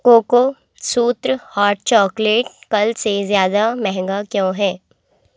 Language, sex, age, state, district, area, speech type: Hindi, female, 18-30, Madhya Pradesh, Jabalpur, urban, read